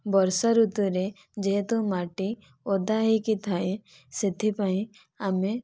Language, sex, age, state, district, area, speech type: Odia, female, 18-30, Odisha, Kandhamal, rural, spontaneous